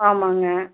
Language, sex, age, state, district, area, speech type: Tamil, female, 45-60, Tamil Nadu, Erode, rural, conversation